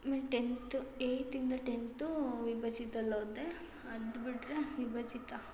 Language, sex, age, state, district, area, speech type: Kannada, female, 18-30, Karnataka, Hassan, rural, spontaneous